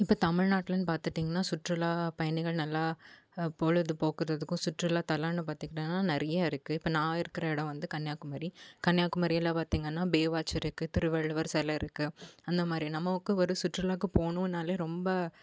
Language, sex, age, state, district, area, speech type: Tamil, female, 18-30, Tamil Nadu, Kanyakumari, urban, spontaneous